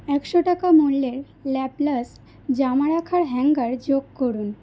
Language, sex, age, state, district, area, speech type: Bengali, female, 18-30, West Bengal, Howrah, urban, read